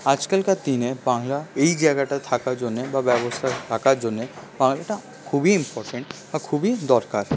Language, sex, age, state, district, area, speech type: Bengali, male, 18-30, West Bengal, Paschim Bardhaman, urban, spontaneous